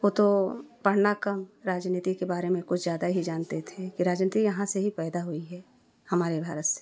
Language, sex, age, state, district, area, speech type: Hindi, female, 30-45, Uttar Pradesh, Prayagraj, rural, spontaneous